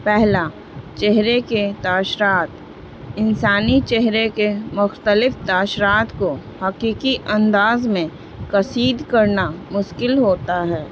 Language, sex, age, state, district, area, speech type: Urdu, female, 18-30, Bihar, Gaya, urban, spontaneous